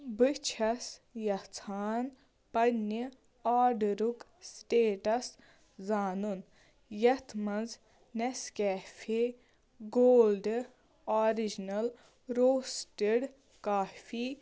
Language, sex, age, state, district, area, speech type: Kashmiri, female, 30-45, Jammu and Kashmir, Shopian, rural, read